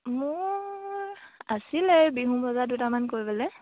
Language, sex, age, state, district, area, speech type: Assamese, female, 18-30, Assam, Lakhimpur, rural, conversation